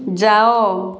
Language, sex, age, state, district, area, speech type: Odia, female, 45-60, Odisha, Balasore, rural, read